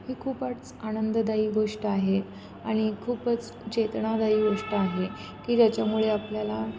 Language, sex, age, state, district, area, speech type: Marathi, female, 30-45, Maharashtra, Kolhapur, urban, spontaneous